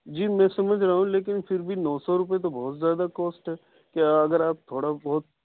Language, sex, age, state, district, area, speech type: Urdu, male, 45-60, Delhi, Central Delhi, urban, conversation